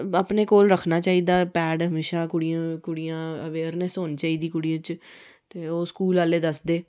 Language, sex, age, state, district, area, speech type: Dogri, female, 30-45, Jammu and Kashmir, Reasi, rural, spontaneous